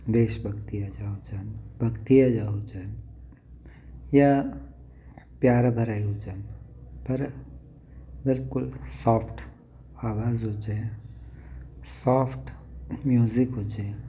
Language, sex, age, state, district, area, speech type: Sindhi, male, 30-45, Gujarat, Kutch, urban, spontaneous